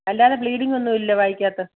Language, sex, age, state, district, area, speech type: Malayalam, female, 30-45, Kerala, Idukki, rural, conversation